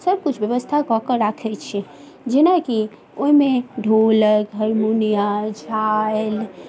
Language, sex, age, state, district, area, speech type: Maithili, female, 30-45, Bihar, Madhubani, rural, spontaneous